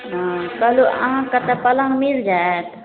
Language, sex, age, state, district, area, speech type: Maithili, female, 18-30, Bihar, Araria, rural, conversation